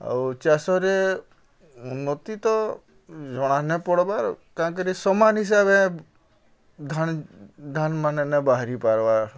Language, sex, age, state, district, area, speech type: Odia, male, 45-60, Odisha, Bargarh, rural, spontaneous